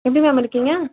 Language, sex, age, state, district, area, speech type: Tamil, female, 18-30, Tamil Nadu, Chengalpattu, urban, conversation